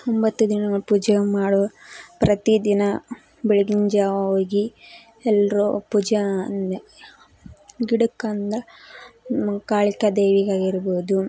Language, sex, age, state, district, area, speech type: Kannada, female, 18-30, Karnataka, Koppal, rural, spontaneous